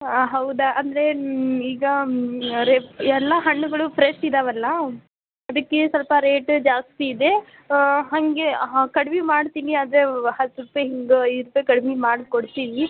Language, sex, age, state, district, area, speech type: Kannada, female, 18-30, Karnataka, Gadag, rural, conversation